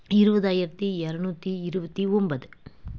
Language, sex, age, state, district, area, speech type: Tamil, female, 30-45, Tamil Nadu, Dharmapuri, rural, spontaneous